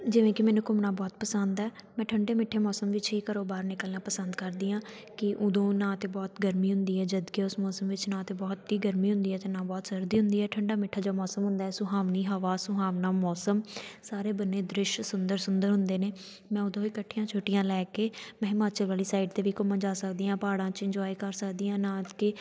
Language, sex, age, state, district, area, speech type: Punjabi, female, 18-30, Punjab, Tarn Taran, urban, spontaneous